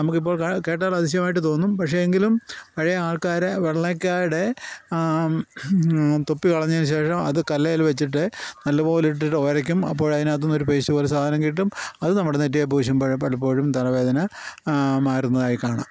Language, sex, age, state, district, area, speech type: Malayalam, male, 60+, Kerala, Pathanamthitta, rural, spontaneous